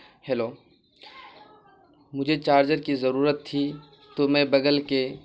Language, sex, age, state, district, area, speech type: Urdu, male, 18-30, Bihar, Purnia, rural, spontaneous